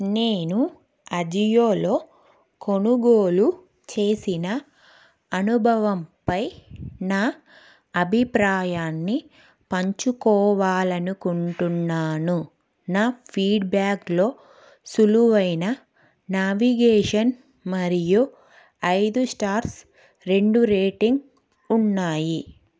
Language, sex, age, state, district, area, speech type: Telugu, female, 30-45, Telangana, Karimnagar, urban, read